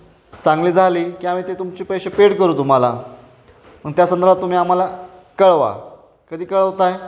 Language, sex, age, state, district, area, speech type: Marathi, male, 30-45, Maharashtra, Satara, urban, spontaneous